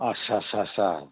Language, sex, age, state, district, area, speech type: Bodo, male, 45-60, Assam, Chirang, rural, conversation